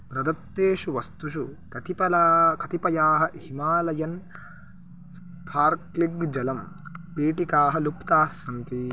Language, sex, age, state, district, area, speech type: Sanskrit, male, 18-30, Karnataka, Chikkamagaluru, urban, read